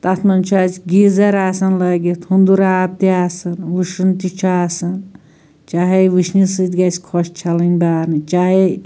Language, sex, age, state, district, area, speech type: Kashmiri, female, 45-60, Jammu and Kashmir, Anantnag, rural, spontaneous